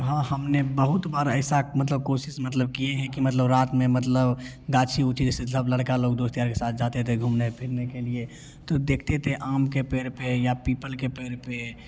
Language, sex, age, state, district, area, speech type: Hindi, male, 18-30, Bihar, Begusarai, urban, spontaneous